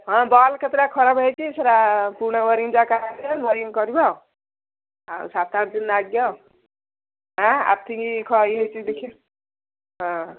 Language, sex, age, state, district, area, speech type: Odia, female, 45-60, Odisha, Gajapati, rural, conversation